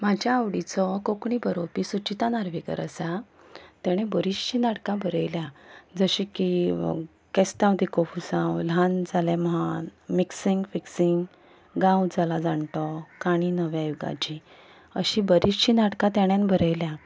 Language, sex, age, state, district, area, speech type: Goan Konkani, female, 30-45, Goa, Ponda, rural, spontaneous